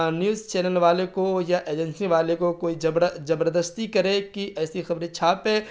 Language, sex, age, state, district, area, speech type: Urdu, male, 30-45, Bihar, Darbhanga, rural, spontaneous